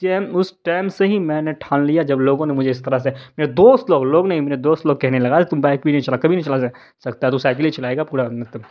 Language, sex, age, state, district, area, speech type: Urdu, male, 30-45, Bihar, Darbhanga, rural, spontaneous